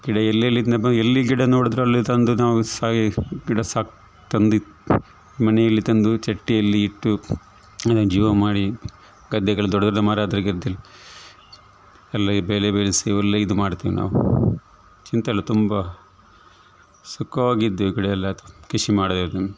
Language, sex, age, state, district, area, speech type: Kannada, male, 45-60, Karnataka, Udupi, rural, spontaneous